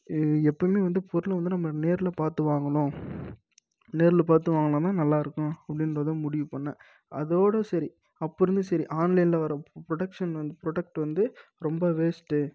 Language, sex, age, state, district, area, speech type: Tamil, male, 18-30, Tamil Nadu, Krishnagiri, rural, spontaneous